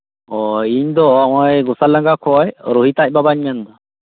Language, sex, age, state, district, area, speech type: Santali, male, 18-30, West Bengal, Birbhum, rural, conversation